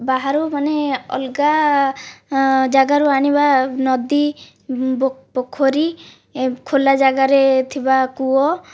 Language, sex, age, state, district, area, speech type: Odia, female, 45-60, Odisha, Kandhamal, rural, spontaneous